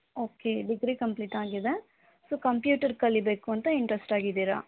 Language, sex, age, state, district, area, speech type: Kannada, female, 18-30, Karnataka, Bangalore Rural, urban, conversation